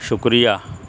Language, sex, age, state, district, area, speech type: Urdu, male, 60+, Uttar Pradesh, Shahjahanpur, rural, spontaneous